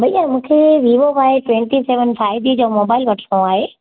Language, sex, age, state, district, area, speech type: Sindhi, female, 30-45, Gujarat, Kutch, rural, conversation